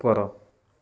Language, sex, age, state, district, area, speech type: Odia, male, 18-30, Odisha, Kendujhar, urban, read